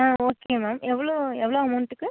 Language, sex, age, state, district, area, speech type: Tamil, female, 18-30, Tamil Nadu, Mayiladuthurai, rural, conversation